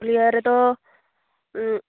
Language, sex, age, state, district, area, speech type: Santali, female, 30-45, West Bengal, Purulia, rural, conversation